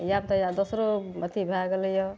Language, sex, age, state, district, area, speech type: Maithili, female, 45-60, Bihar, Madhepura, rural, spontaneous